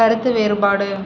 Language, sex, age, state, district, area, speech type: Tamil, female, 30-45, Tamil Nadu, Mayiladuthurai, urban, read